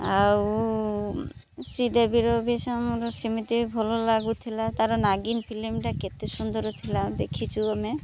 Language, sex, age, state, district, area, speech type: Odia, female, 30-45, Odisha, Malkangiri, urban, spontaneous